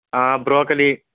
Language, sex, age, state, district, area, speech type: Telugu, male, 18-30, Andhra Pradesh, N T Rama Rao, urban, conversation